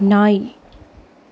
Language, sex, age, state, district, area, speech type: Tamil, female, 45-60, Tamil Nadu, Sivaganga, rural, read